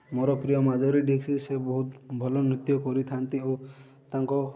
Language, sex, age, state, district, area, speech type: Odia, male, 18-30, Odisha, Rayagada, urban, spontaneous